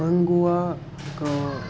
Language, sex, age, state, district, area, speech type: Sindhi, male, 18-30, Gujarat, Kutch, rural, spontaneous